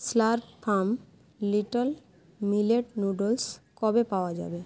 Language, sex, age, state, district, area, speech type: Bengali, female, 30-45, West Bengal, Jhargram, rural, read